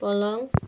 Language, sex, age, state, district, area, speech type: Nepali, female, 60+, West Bengal, Kalimpong, rural, read